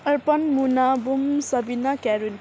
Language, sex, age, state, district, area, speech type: Nepali, female, 18-30, West Bengal, Alipurduar, rural, spontaneous